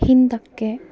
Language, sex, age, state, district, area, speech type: Kannada, female, 30-45, Karnataka, Davanagere, rural, read